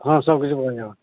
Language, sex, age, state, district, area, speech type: Bengali, male, 60+, West Bengal, Uttar Dinajpur, urban, conversation